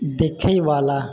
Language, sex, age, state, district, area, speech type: Maithili, male, 18-30, Bihar, Sitamarhi, urban, read